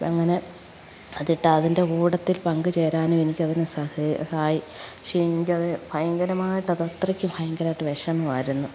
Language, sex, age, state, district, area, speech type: Malayalam, female, 45-60, Kerala, Alappuzha, rural, spontaneous